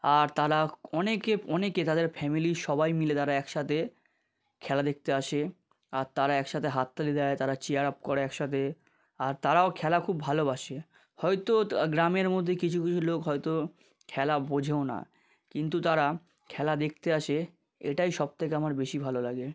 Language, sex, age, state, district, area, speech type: Bengali, male, 30-45, West Bengal, South 24 Parganas, rural, spontaneous